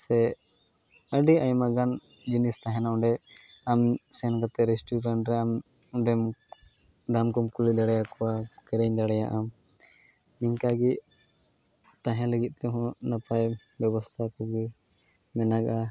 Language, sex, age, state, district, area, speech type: Santali, male, 18-30, West Bengal, Malda, rural, spontaneous